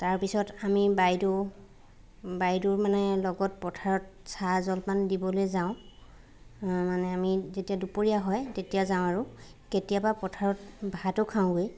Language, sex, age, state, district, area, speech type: Assamese, female, 30-45, Assam, Lakhimpur, rural, spontaneous